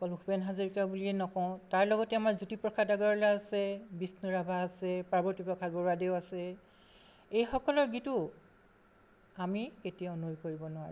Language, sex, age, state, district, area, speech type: Assamese, female, 60+, Assam, Charaideo, urban, spontaneous